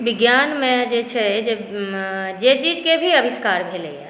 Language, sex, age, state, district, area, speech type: Maithili, female, 45-60, Bihar, Saharsa, urban, spontaneous